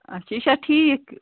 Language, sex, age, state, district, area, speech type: Kashmiri, female, 30-45, Jammu and Kashmir, Ganderbal, rural, conversation